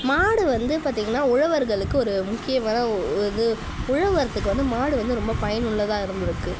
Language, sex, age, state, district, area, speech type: Tamil, female, 45-60, Tamil Nadu, Cuddalore, urban, spontaneous